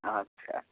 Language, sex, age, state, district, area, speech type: Bengali, male, 45-60, West Bengal, Hooghly, rural, conversation